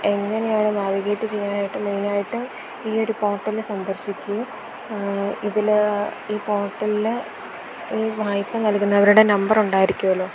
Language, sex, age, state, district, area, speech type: Malayalam, female, 18-30, Kerala, Idukki, rural, spontaneous